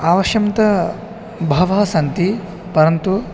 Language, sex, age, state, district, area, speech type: Sanskrit, male, 18-30, Assam, Kokrajhar, rural, spontaneous